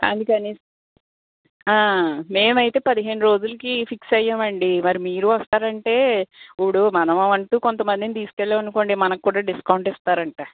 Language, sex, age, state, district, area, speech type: Telugu, female, 18-30, Andhra Pradesh, Guntur, urban, conversation